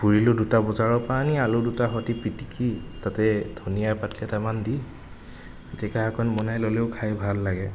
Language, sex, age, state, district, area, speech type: Assamese, male, 18-30, Assam, Nagaon, rural, spontaneous